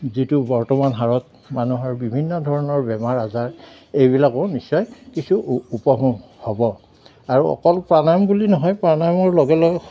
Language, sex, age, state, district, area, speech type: Assamese, male, 60+, Assam, Darrang, rural, spontaneous